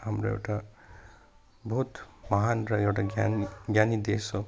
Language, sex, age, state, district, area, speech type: Nepali, male, 30-45, West Bengal, Alipurduar, urban, spontaneous